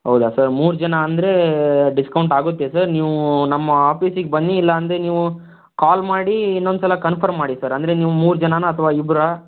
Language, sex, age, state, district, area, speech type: Kannada, male, 30-45, Karnataka, Tumkur, rural, conversation